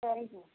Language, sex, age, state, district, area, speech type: Tamil, female, 30-45, Tamil Nadu, Tirupattur, rural, conversation